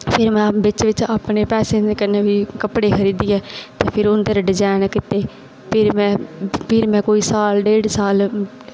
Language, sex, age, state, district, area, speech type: Dogri, female, 18-30, Jammu and Kashmir, Kathua, rural, spontaneous